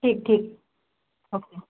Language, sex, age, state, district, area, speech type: Hindi, female, 18-30, Uttar Pradesh, Jaunpur, urban, conversation